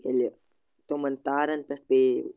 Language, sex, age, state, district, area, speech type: Kashmiri, male, 30-45, Jammu and Kashmir, Bandipora, rural, spontaneous